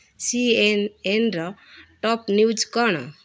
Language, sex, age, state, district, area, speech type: Odia, female, 45-60, Odisha, Malkangiri, urban, read